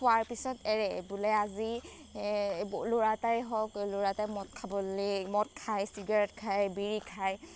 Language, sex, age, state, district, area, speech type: Assamese, female, 18-30, Assam, Golaghat, rural, spontaneous